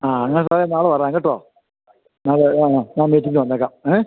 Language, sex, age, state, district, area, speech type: Malayalam, male, 60+, Kerala, Idukki, rural, conversation